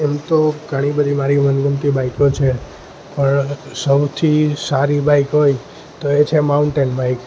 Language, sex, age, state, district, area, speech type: Gujarati, male, 18-30, Gujarat, Junagadh, rural, spontaneous